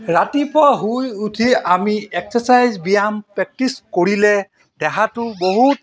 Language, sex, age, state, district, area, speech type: Assamese, male, 45-60, Assam, Golaghat, rural, spontaneous